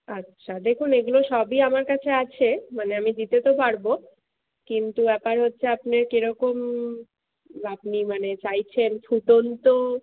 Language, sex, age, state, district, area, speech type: Bengali, female, 45-60, West Bengal, Purulia, urban, conversation